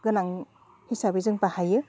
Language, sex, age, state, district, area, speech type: Bodo, female, 45-60, Assam, Udalguri, rural, spontaneous